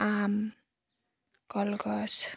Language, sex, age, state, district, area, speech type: Assamese, female, 18-30, Assam, Lakhimpur, rural, spontaneous